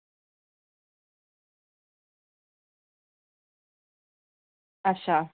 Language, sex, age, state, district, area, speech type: Dogri, female, 30-45, Jammu and Kashmir, Reasi, rural, conversation